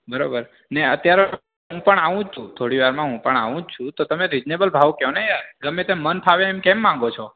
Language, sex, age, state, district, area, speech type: Gujarati, male, 18-30, Gujarat, Surat, rural, conversation